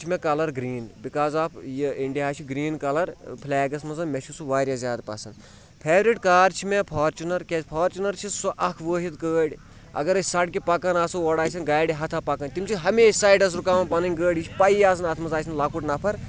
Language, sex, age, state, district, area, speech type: Kashmiri, male, 30-45, Jammu and Kashmir, Kulgam, rural, spontaneous